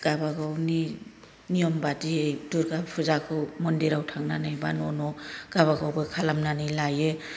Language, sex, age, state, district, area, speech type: Bodo, female, 45-60, Assam, Kokrajhar, rural, spontaneous